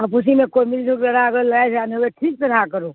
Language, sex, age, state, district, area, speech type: Urdu, female, 60+, Bihar, Supaul, rural, conversation